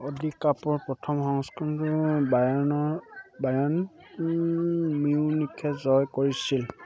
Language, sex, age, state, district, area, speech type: Assamese, male, 18-30, Assam, Sivasagar, rural, read